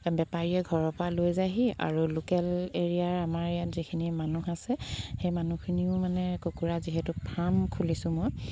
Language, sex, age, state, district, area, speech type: Assamese, female, 30-45, Assam, Charaideo, rural, spontaneous